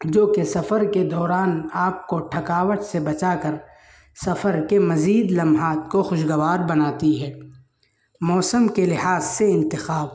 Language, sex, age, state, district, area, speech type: Urdu, male, 30-45, Uttar Pradesh, Muzaffarnagar, urban, spontaneous